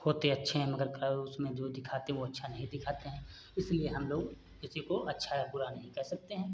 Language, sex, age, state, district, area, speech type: Hindi, male, 45-60, Uttar Pradesh, Hardoi, rural, spontaneous